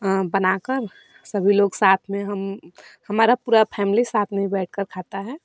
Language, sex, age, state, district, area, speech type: Hindi, female, 30-45, Uttar Pradesh, Varanasi, rural, spontaneous